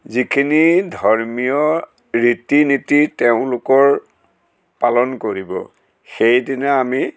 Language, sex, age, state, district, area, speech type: Assamese, male, 60+, Assam, Golaghat, urban, spontaneous